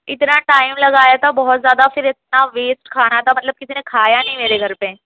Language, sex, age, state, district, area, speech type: Urdu, female, 30-45, Uttar Pradesh, Gautam Buddha Nagar, urban, conversation